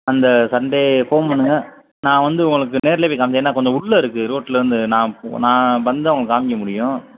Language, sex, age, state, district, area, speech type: Tamil, male, 30-45, Tamil Nadu, Madurai, urban, conversation